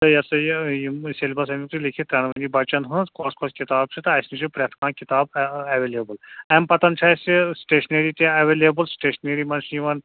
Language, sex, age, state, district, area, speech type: Kashmiri, male, 30-45, Jammu and Kashmir, Anantnag, rural, conversation